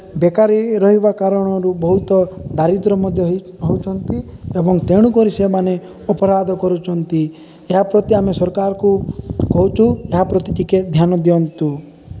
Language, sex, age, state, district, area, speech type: Odia, male, 18-30, Odisha, Nabarangpur, urban, spontaneous